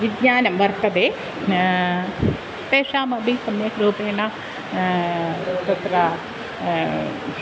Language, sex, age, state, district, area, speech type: Sanskrit, female, 45-60, Kerala, Kottayam, rural, spontaneous